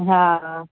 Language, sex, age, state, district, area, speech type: Sindhi, female, 45-60, Gujarat, Kutch, urban, conversation